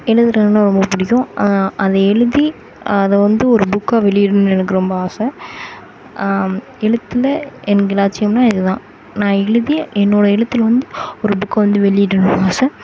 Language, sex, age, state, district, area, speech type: Tamil, female, 18-30, Tamil Nadu, Sivaganga, rural, spontaneous